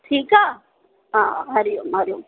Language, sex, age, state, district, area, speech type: Sindhi, female, 30-45, Maharashtra, Thane, urban, conversation